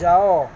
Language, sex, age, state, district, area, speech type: Odia, male, 30-45, Odisha, Jagatsinghpur, urban, read